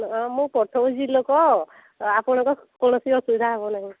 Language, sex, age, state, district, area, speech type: Odia, female, 30-45, Odisha, Sambalpur, rural, conversation